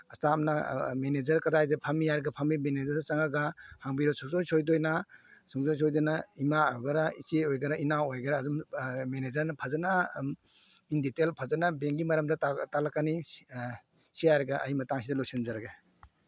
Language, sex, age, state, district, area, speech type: Manipuri, male, 45-60, Manipur, Imphal East, rural, spontaneous